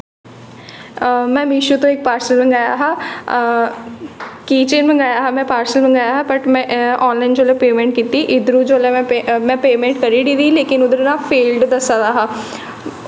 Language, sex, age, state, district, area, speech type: Dogri, female, 18-30, Jammu and Kashmir, Jammu, urban, spontaneous